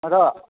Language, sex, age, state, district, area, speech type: Nepali, male, 60+, West Bengal, Darjeeling, rural, conversation